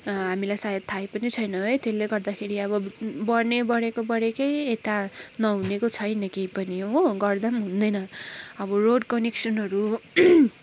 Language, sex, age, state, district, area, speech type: Nepali, female, 45-60, West Bengal, Darjeeling, rural, spontaneous